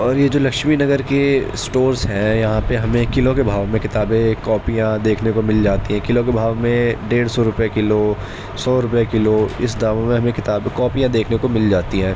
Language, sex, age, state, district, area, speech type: Urdu, male, 18-30, Delhi, East Delhi, urban, spontaneous